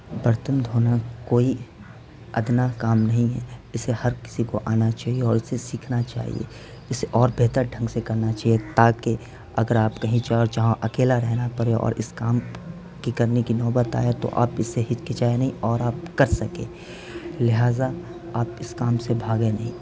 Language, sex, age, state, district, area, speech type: Urdu, male, 18-30, Bihar, Saharsa, rural, spontaneous